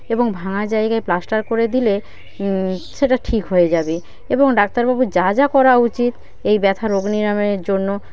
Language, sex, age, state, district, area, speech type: Bengali, female, 45-60, West Bengal, Paschim Medinipur, rural, spontaneous